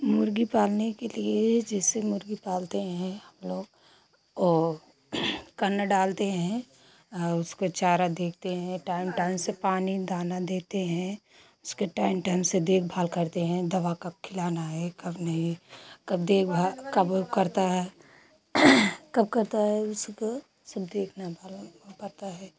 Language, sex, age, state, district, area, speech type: Hindi, female, 45-60, Uttar Pradesh, Pratapgarh, rural, spontaneous